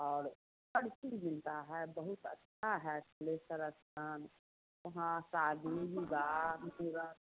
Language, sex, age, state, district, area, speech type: Hindi, female, 45-60, Bihar, Samastipur, rural, conversation